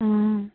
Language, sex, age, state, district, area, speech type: Assamese, female, 18-30, Assam, Majuli, urban, conversation